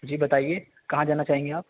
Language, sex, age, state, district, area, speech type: Urdu, male, 18-30, Delhi, East Delhi, rural, conversation